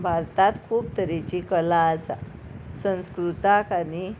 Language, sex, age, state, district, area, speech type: Goan Konkani, female, 30-45, Goa, Ponda, rural, spontaneous